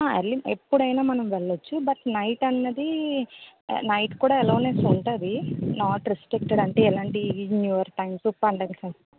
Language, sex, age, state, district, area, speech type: Telugu, female, 18-30, Telangana, Mancherial, rural, conversation